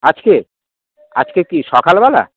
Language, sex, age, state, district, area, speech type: Bengali, male, 60+, West Bengal, Dakshin Dinajpur, rural, conversation